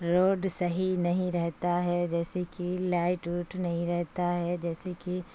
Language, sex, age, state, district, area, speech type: Urdu, female, 45-60, Bihar, Supaul, rural, spontaneous